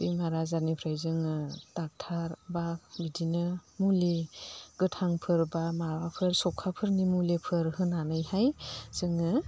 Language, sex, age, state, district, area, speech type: Bodo, female, 45-60, Assam, Udalguri, rural, spontaneous